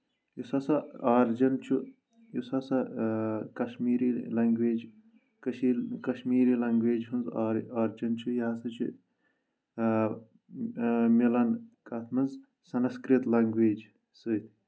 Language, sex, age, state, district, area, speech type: Kashmiri, male, 18-30, Jammu and Kashmir, Kulgam, rural, spontaneous